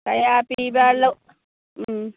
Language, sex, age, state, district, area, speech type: Manipuri, female, 60+, Manipur, Churachandpur, urban, conversation